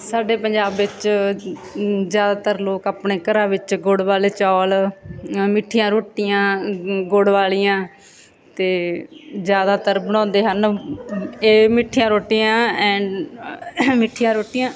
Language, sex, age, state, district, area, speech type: Punjabi, female, 30-45, Punjab, Bathinda, rural, spontaneous